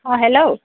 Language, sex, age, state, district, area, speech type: Assamese, female, 45-60, Assam, Lakhimpur, rural, conversation